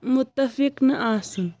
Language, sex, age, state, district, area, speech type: Kashmiri, male, 18-30, Jammu and Kashmir, Kulgam, rural, read